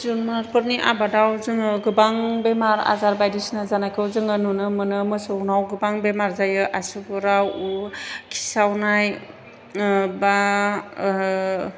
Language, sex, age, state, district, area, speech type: Bodo, female, 45-60, Assam, Chirang, urban, spontaneous